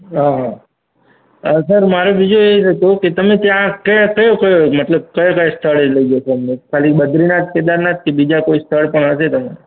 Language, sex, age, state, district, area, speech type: Gujarati, male, 30-45, Gujarat, Morbi, rural, conversation